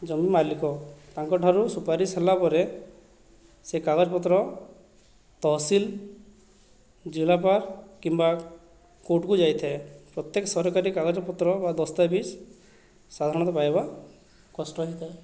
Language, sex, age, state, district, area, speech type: Odia, male, 45-60, Odisha, Boudh, rural, spontaneous